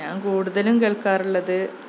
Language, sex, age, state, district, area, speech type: Malayalam, female, 30-45, Kerala, Malappuram, rural, spontaneous